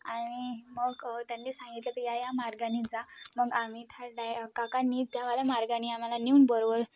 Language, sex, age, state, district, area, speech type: Marathi, female, 18-30, Maharashtra, Wardha, rural, spontaneous